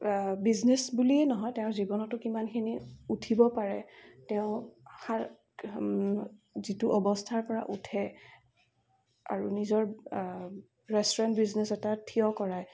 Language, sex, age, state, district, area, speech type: Assamese, female, 45-60, Assam, Darrang, urban, spontaneous